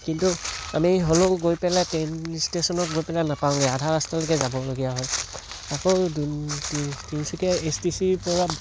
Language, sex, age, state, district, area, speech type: Assamese, male, 18-30, Assam, Tinsukia, rural, spontaneous